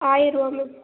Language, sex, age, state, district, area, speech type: Tamil, female, 18-30, Tamil Nadu, Nagapattinam, rural, conversation